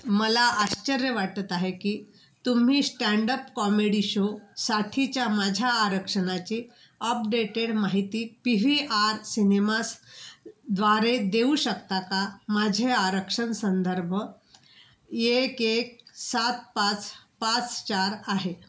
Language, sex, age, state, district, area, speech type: Marathi, female, 60+, Maharashtra, Wardha, urban, read